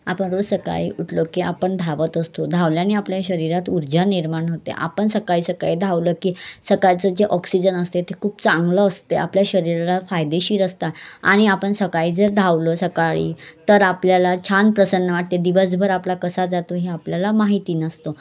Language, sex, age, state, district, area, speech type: Marathi, female, 30-45, Maharashtra, Wardha, rural, spontaneous